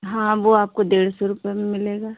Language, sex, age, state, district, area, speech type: Hindi, female, 60+, Uttar Pradesh, Hardoi, rural, conversation